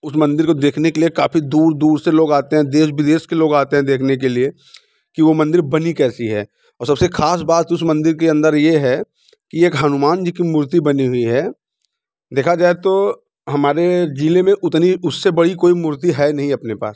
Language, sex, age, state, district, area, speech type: Hindi, male, 45-60, Uttar Pradesh, Bhadohi, urban, spontaneous